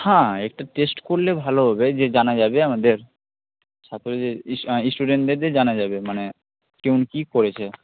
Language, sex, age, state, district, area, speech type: Bengali, male, 18-30, West Bengal, Malda, rural, conversation